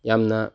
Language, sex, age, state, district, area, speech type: Manipuri, male, 30-45, Manipur, Chandel, rural, spontaneous